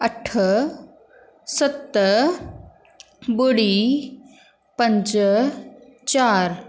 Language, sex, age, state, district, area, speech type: Sindhi, female, 18-30, Rajasthan, Ajmer, urban, spontaneous